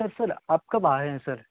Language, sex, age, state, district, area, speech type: Urdu, male, 18-30, Bihar, Khagaria, rural, conversation